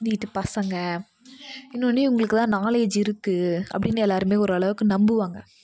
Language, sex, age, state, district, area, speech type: Tamil, female, 18-30, Tamil Nadu, Kallakurichi, urban, spontaneous